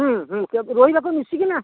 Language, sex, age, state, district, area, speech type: Odia, male, 60+, Odisha, Bhadrak, rural, conversation